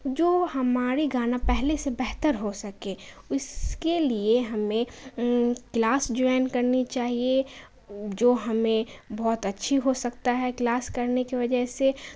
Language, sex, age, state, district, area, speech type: Urdu, female, 18-30, Bihar, Khagaria, urban, spontaneous